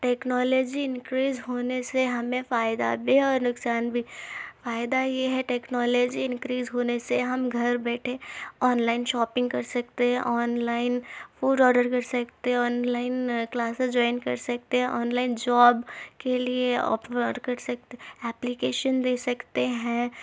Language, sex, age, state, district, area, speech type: Urdu, female, 18-30, Telangana, Hyderabad, urban, spontaneous